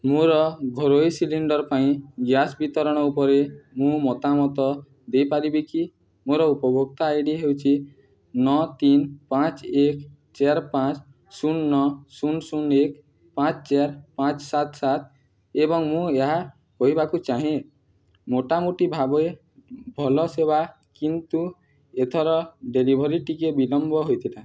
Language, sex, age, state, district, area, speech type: Odia, male, 18-30, Odisha, Nuapada, urban, read